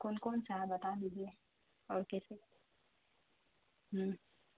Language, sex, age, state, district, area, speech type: Urdu, female, 18-30, Bihar, Supaul, rural, conversation